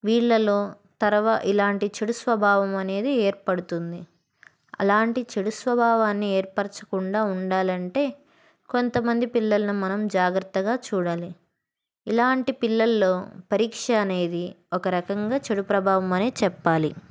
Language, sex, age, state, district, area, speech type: Telugu, female, 18-30, Andhra Pradesh, Palnadu, rural, spontaneous